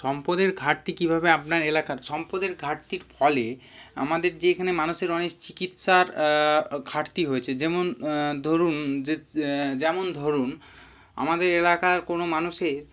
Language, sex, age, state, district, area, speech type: Bengali, male, 18-30, West Bengal, Hooghly, urban, spontaneous